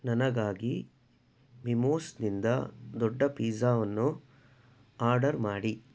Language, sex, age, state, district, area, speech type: Kannada, male, 60+, Karnataka, Chitradurga, rural, read